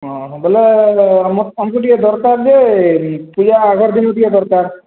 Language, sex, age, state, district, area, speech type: Odia, male, 30-45, Odisha, Boudh, rural, conversation